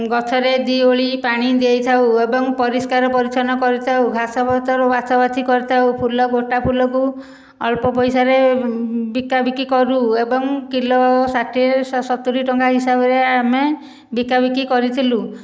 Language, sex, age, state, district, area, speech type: Odia, female, 60+, Odisha, Khordha, rural, spontaneous